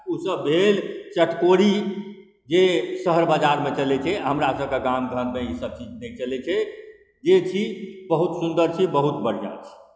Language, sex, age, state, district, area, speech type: Maithili, male, 45-60, Bihar, Supaul, urban, spontaneous